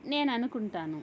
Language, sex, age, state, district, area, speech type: Telugu, female, 30-45, Andhra Pradesh, Kadapa, rural, spontaneous